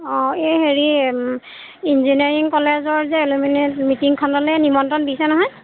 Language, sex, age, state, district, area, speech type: Assamese, female, 30-45, Assam, Golaghat, urban, conversation